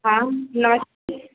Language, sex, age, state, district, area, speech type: Hindi, female, 60+, Uttar Pradesh, Azamgarh, rural, conversation